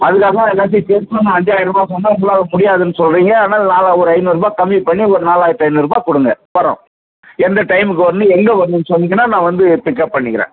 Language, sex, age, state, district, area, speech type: Tamil, male, 60+, Tamil Nadu, Viluppuram, rural, conversation